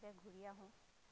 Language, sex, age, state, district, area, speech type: Assamese, female, 30-45, Assam, Lakhimpur, rural, spontaneous